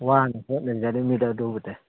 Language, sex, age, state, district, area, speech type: Manipuri, male, 30-45, Manipur, Thoubal, rural, conversation